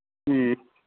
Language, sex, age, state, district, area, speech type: Manipuri, male, 18-30, Manipur, Kangpokpi, urban, conversation